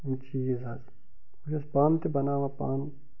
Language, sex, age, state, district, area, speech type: Kashmiri, male, 30-45, Jammu and Kashmir, Bandipora, rural, spontaneous